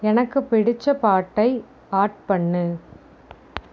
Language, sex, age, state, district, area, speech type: Tamil, female, 18-30, Tamil Nadu, Tiruvarur, rural, read